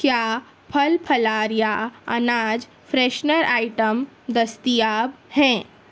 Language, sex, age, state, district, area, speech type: Urdu, female, 30-45, Maharashtra, Nashik, rural, read